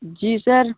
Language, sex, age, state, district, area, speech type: Hindi, male, 18-30, Uttar Pradesh, Jaunpur, urban, conversation